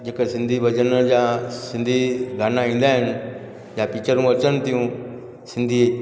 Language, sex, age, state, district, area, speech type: Sindhi, male, 45-60, Gujarat, Junagadh, urban, spontaneous